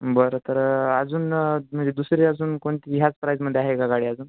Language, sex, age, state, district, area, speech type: Marathi, male, 18-30, Maharashtra, Nanded, urban, conversation